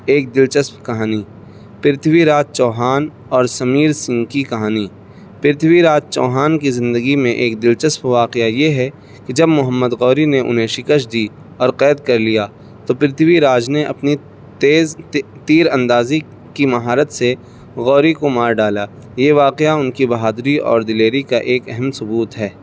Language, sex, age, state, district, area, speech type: Urdu, male, 18-30, Uttar Pradesh, Saharanpur, urban, spontaneous